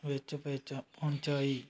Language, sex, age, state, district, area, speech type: Punjabi, male, 45-60, Punjab, Muktsar, urban, read